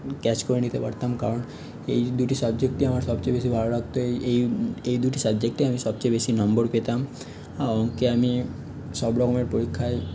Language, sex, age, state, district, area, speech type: Bengali, male, 30-45, West Bengal, Paschim Bardhaman, urban, spontaneous